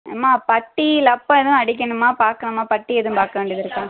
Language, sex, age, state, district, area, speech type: Tamil, female, 30-45, Tamil Nadu, Madurai, urban, conversation